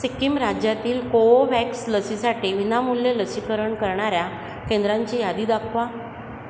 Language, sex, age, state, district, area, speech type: Marathi, female, 45-60, Maharashtra, Mumbai Suburban, urban, read